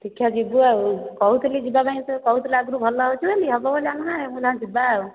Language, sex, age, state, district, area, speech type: Odia, female, 30-45, Odisha, Dhenkanal, rural, conversation